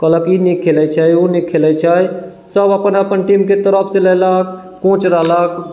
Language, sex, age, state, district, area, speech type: Maithili, male, 30-45, Bihar, Sitamarhi, urban, spontaneous